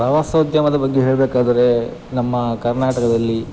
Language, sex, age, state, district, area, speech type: Kannada, male, 30-45, Karnataka, Dakshina Kannada, rural, spontaneous